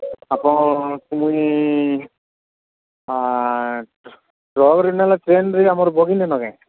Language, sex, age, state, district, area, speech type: Odia, female, 45-60, Odisha, Nuapada, urban, conversation